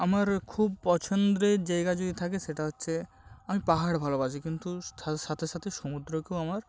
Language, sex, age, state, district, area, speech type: Bengali, male, 18-30, West Bengal, North 24 Parganas, rural, spontaneous